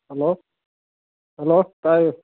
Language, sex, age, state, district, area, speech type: Manipuri, male, 45-60, Manipur, Churachandpur, rural, conversation